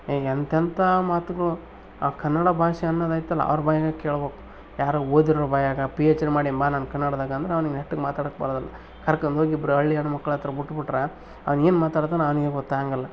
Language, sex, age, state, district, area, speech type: Kannada, male, 30-45, Karnataka, Vijayanagara, rural, spontaneous